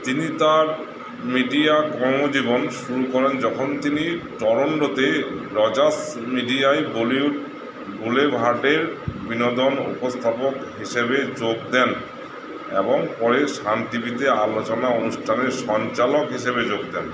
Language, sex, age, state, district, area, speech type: Bengali, male, 30-45, West Bengal, Uttar Dinajpur, urban, read